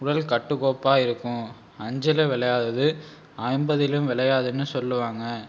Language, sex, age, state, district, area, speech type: Tamil, male, 18-30, Tamil Nadu, Tiruchirappalli, rural, spontaneous